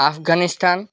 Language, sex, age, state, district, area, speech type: Assamese, male, 18-30, Assam, Charaideo, urban, spontaneous